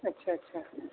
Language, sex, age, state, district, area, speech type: Urdu, male, 18-30, Delhi, East Delhi, urban, conversation